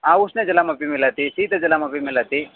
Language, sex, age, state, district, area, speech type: Sanskrit, male, 30-45, Karnataka, Vijayapura, urban, conversation